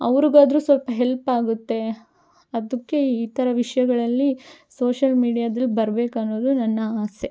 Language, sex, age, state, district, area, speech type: Kannada, female, 18-30, Karnataka, Chitradurga, rural, spontaneous